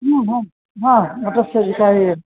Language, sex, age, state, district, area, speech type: Sanskrit, male, 30-45, Karnataka, Vijayapura, urban, conversation